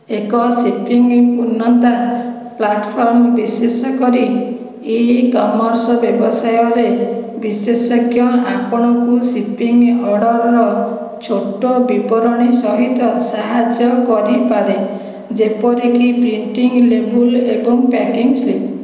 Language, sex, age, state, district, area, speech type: Odia, female, 60+, Odisha, Khordha, rural, read